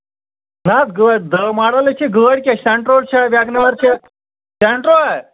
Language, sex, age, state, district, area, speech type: Kashmiri, male, 30-45, Jammu and Kashmir, Anantnag, rural, conversation